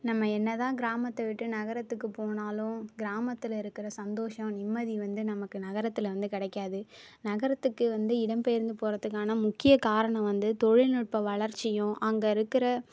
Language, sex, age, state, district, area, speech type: Tamil, female, 18-30, Tamil Nadu, Mayiladuthurai, rural, spontaneous